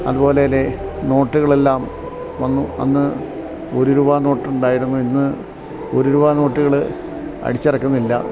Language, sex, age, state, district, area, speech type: Malayalam, male, 60+, Kerala, Idukki, rural, spontaneous